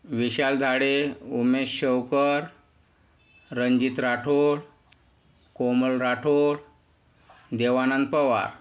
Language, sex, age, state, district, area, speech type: Marathi, male, 45-60, Maharashtra, Yavatmal, urban, spontaneous